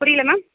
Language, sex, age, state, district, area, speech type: Tamil, female, 18-30, Tamil Nadu, Mayiladuthurai, rural, conversation